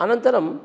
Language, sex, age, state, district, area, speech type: Sanskrit, male, 45-60, Karnataka, Shimoga, urban, spontaneous